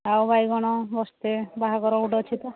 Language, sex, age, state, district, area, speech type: Odia, female, 60+, Odisha, Angul, rural, conversation